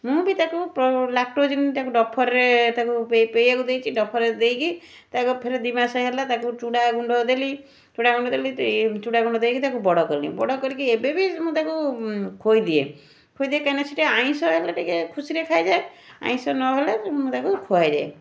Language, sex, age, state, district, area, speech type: Odia, female, 45-60, Odisha, Puri, urban, spontaneous